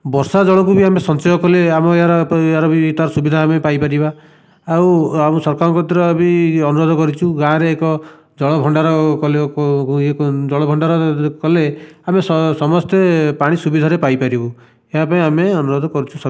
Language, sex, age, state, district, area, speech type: Odia, male, 45-60, Odisha, Dhenkanal, rural, spontaneous